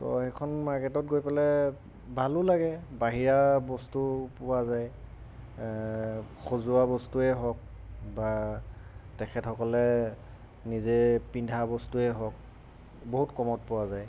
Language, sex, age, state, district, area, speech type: Assamese, male, 30-45, Assam, Golaghat, urban, spontaneous